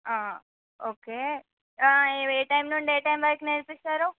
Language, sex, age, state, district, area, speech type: Telugu, female, 45-60, Andhra Pradesh, Visakhapatnam, urban, conversation